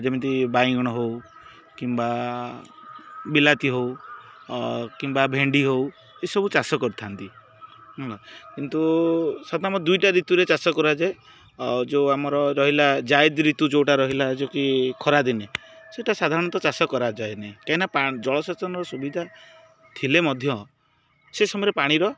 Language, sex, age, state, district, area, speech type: Odia, male, 30-45, Odisha, Jagatsinghpur, urban, spontaneous